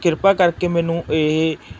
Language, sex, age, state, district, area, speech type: Punjabi, male, 18-30, Punjab, Mansa, urban, spontaneous